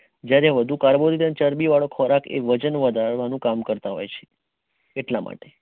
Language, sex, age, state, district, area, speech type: Gujarati, male, 18-30, Gujarat, Mehsana, rural, conversation